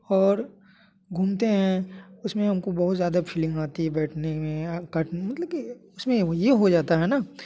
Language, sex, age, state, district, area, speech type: Hindi, male, 18-30, Bihar, Muzaffarpur, urban, spontaneous